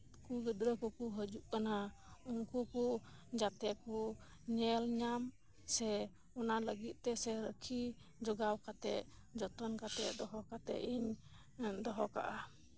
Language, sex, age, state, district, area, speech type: Santali, female, 30-45, West Bengal, Birbhum, rural, spontaneous